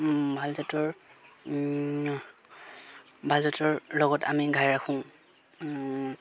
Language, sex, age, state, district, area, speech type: Assamese, male, 30-45, Assam, Golaghat, rural, spontaneous